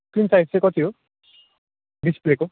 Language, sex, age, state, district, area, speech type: Nepali, male, 18-30, West Bengal, Darjeeling, rural, conversation